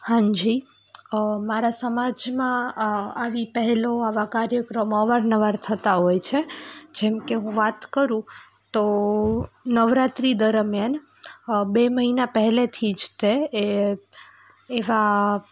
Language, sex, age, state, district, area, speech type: Gujarati, female, 18-30, Gujarat, Rajkot, rural, spontaneous